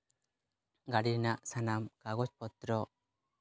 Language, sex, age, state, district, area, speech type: Santali, male, 18-30, West Bengal, Jhargram, rural, spontaneous